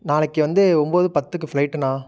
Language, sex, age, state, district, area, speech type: Tamil, male, 18-30, Tamil Nadu, Nagapattinam, rural, spontaneous